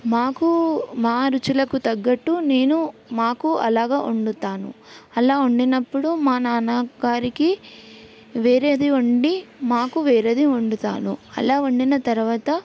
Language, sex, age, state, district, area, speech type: Telugu, female, 18-30, Telangana, Yadadri Bhuvanagiri, urban, spontaneous